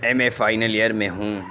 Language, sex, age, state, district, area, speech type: Urdu, male, 18-30, Uttar Pradesh, Gautam Buddha Nagar, urban, spontaneous